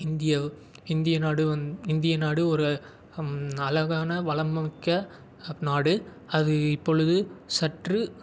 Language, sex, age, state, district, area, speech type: Tamil, male, 18-30, Tamil Nadu, Salem, urban, spontaneous